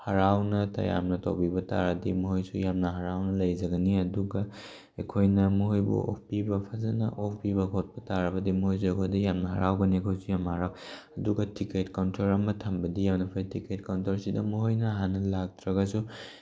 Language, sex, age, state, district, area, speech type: Manipuri, male, 18-30, Manipur, Tengnoupal, rural, spontaneous